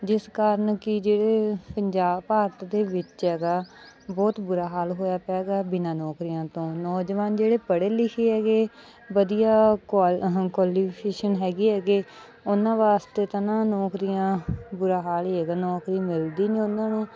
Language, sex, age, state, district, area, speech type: Punjabi, female, 30-45, Punjab, Bathinda, rural, spontaneous